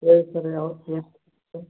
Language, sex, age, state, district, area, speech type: Kannada, male, 30-45, Karnataka, Gadag, rural, conversation